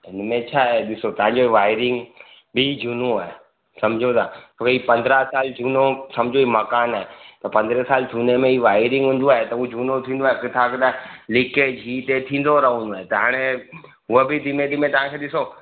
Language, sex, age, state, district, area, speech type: Sindhi, male, 30-45, Gujarat, Surat, urban, conversation